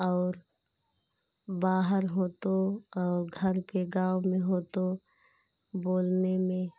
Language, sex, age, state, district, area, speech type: Hindi, female, 30-45, Uttar Pradesh, Pratapgarh, rural, spontaneous